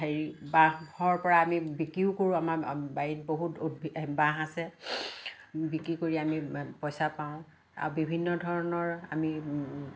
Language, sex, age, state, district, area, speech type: Assamese, female, 60+, Assam, Lakhimpur, urban, spontaneous